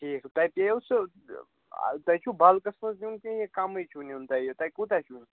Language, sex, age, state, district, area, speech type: Kashmiri, male, 45-60, Jammu and Kashmir, Srinagar, urban, conversation